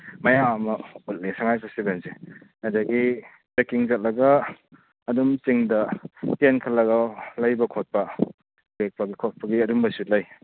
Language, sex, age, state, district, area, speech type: Manipuri, male, 30-45, Manipur, Kakching, rural, conversation